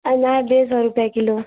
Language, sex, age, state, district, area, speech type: Hindi, female, 30-45, Uttar Pradesh, Azamgarh, urban, conversation